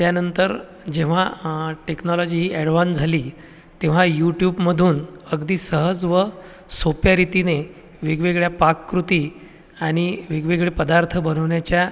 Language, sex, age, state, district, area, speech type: Marathi, male, 45-60, Maharashtra, Buldhana, urban, spontaneous